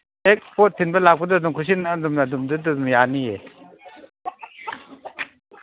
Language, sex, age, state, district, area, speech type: Manipuri, male, 45-60, Manipur, Kangpokpi, urban, conversation